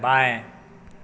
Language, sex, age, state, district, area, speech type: Hindi, male, 30-45, Bihar, Darbhanga, rural, read